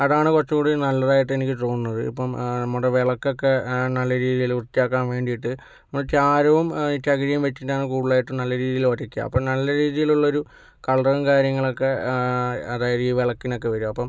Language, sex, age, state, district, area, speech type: Malayalam, male, 18-30, Kerala, Kozhikode, urban, spontaneous